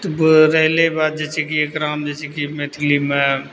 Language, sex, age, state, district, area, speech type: Maithili, male, 30-45, Bihar, Purnia, rural, spontaneous